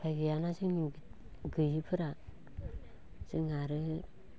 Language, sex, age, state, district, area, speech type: Bodo, female, 45-60, Assam, Baksa, rural, spontaneous